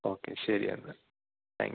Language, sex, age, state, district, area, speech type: Malayalam, male, 18-30, Kerala, Idukki, rural, conversation